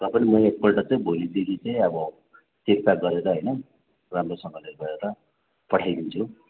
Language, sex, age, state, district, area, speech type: Nepali, male, 45-60, West Bengal, Darjeeling, rural, conversation